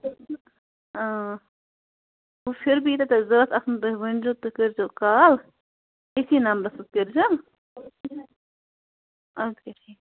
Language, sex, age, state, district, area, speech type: Kashmiri, female, 18-30, Jammu and Kashmir, Bandipora, rural, conversation